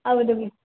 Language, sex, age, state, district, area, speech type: Kannada, female, 18-30, Karnataka, Chitradurga, urban, conversation